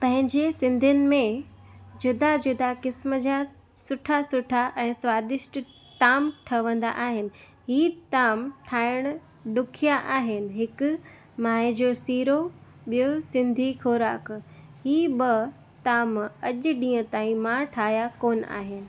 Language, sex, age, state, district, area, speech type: Sindhi, female, 18-30, Gujarat, Junagadh, rural, spontaneous